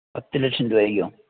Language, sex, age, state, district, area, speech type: Malayalam, male, 60+, Kerala, Idukki, rural, conversation